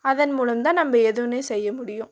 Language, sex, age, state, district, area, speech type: Tamil, female, 18-30, Tamil Nadu, Coimbatore, urban, spontaneous